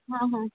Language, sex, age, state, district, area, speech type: Marathi, female, 30-45, Maharashtra, Pune, urban, conversation